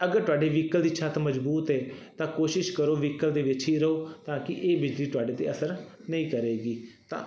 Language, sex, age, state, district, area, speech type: Punjabi, male, 30-45, Punjab, Fazilka, urban, spontaneous